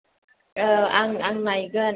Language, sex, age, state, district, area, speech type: Bodo, female, 45-60, Assam, Chirang, rural, conversation